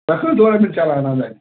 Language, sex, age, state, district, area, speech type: Kashmiri, male, 45-60, Jammu and Kashmir, Bandipora, rural, conversation